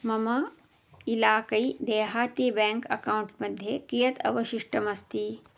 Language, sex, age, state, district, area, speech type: Sanskrit, female, 45-60, Karnataka, Belgaum, urban, read